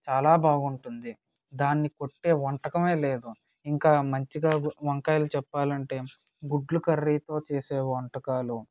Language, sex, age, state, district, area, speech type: Telugu, male, 18-30, Andhra Pradesh, Eluru, rural, spontaneous